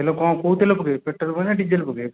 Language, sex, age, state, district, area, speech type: Odia, male, 18-30, Odisha, Khordha, rural, conversation